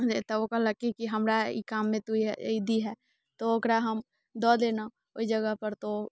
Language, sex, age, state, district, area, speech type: Maithili, female, 18-30, Bihar, Muzaffarpur, urban, spontaneous